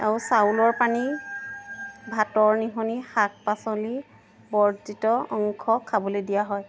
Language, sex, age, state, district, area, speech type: Assamese, female, 30-45, Assam, Jorhat, urban, spontaneous